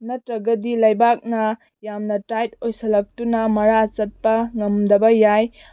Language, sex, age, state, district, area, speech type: Manipuri, female, 18-30, Manipur, Tengnoupal, urban, spontaneous